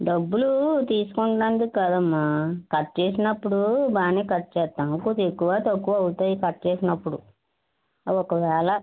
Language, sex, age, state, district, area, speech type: Telugu, female, 60+, Andhra Pradesh, West Godavari, rural, conversation